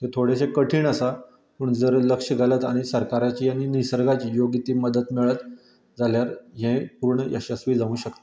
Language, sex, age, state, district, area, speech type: Goan Konkani, male, 30-45, Goa, Canacona, rural, spontaneous